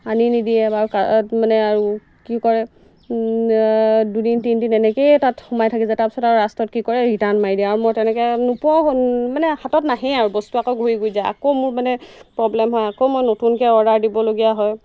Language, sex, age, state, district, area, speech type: Assamese, female, 30-45, Assam, Golaghat, rural, spontaneous